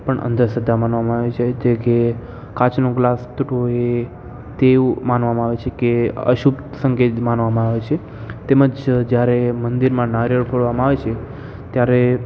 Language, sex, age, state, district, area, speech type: Gujarati, male, 18-30, Gujarat, Ahmedabad, urban, spontaneous